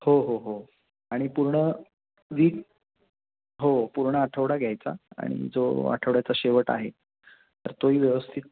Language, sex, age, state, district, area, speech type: Marathi, male, 30-45, Maharashtra, Nashik, urban, conversation